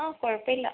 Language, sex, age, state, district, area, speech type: Malayalam, female, 18-30, Kerala, Kannur, rural, conversation